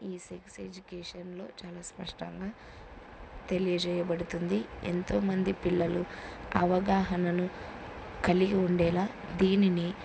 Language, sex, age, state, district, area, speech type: Telugu, female, 18-30, Andhra Pradesh, Kurnool, rural, spontaneous